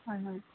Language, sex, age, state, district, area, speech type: Assamese, female, 18-30, Assam, Udalguri, rural, conversation